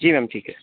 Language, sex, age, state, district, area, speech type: Hindi, male, 60+, Madhya Pradesh, Bhopal, urban, conversation